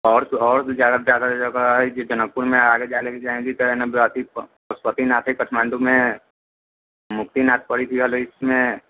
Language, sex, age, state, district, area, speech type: Maithili, male, 45-60, Bihar, Sitamarhi, rural, conversation